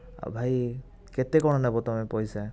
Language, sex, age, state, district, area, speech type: Odia, male, 18-30, Odisha, Kandhamal, rural, spontaneous